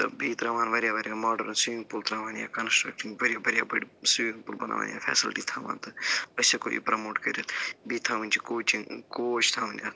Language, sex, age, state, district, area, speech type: Kashmiri, male, 45-60, Jammu and Kashmir, Budgam, urban, spontaneous